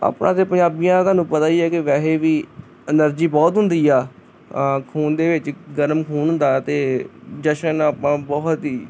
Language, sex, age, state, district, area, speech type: Punjabi, male, 30-45, Punjab, Hoshiarpur, rural, spontaneous